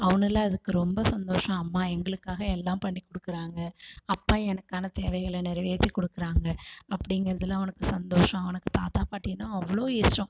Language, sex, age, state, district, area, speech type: Tamil, female, 60+, Tamil Nadu, Cuddalore, rural, spontaneous